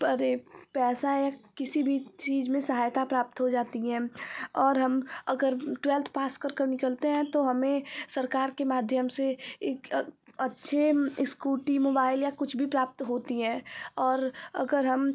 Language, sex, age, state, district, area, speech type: Hindi, female, 18-30, Uttar Pradesh, Ghazipur, rural, spontaneous